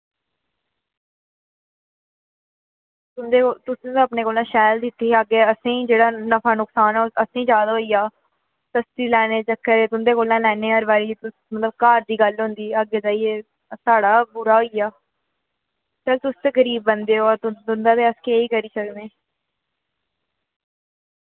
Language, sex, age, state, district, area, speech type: Dogri, female, 60+, Jammu and Kashmir, Reasi, rural, conversation